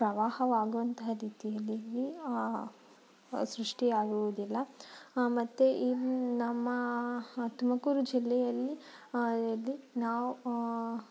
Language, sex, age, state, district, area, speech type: Kannada, female, 30-45, Karnataka, Tumkur, rural, spontaneous